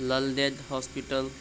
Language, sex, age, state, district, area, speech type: Kashmiri, male, 18-30, Jammu and Kashmir, Baramulla, urban, spontaneous